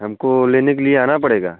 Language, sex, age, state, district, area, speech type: Hindi, male, 45-60, Uttar Pradesh, Bhadohi, urban, conversation